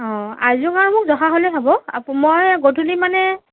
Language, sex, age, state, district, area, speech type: Assamese, female, 30-45, Assam, Nagaon, rural, conversation